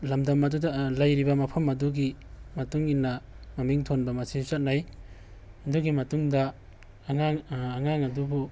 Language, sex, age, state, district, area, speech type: Manipuri, male, 18-30, Manipur, Tengnoupal, rural, spontaneous